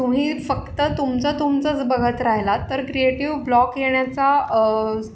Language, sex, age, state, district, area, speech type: Marathi, female, 30-45, Maharashtra, Pune, urban, spontaneous